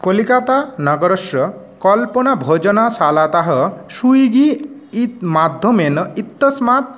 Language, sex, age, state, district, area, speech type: Sanskrit, male, 30-45, West Bengal, Murshidabad, rural, spontaneous